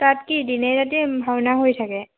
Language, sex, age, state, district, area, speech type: Assamese, female, 18-30, Assam, Dhemaji, urban, conversation